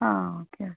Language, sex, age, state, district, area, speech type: Malayalam, female, 18-30, Kerala, Palakkad, rural, conversation